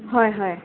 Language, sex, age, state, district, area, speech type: Assamese, female, 18-30, Assam, Jorhat, urban, conversation